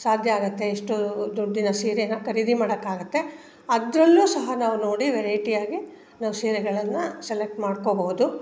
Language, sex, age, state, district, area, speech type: Kannada, female, 60+, Karnataka, Mandya, rural, spontaneous